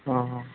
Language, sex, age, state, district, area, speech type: Bodo, male, 18-30, Assam, Udalguri, urban, conversation